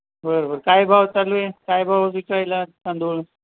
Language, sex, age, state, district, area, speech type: Marathi, male, 30-45, Maharashtra, Nanded, rural, conversation